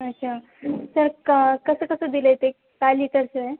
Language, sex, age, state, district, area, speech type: Marathi, female, 18-30, Maharashtra, Aurangabad, rural, conversation